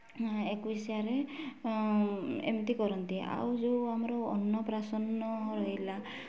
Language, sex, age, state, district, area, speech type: Odia, female, 18-30, Odisha, Mayurbhanj, rural, spontaneous